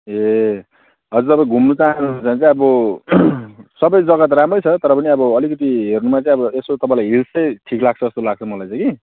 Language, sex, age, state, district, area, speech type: Nepali, male, 30-45, West Bengal, Jalpaiguri, urban, conversation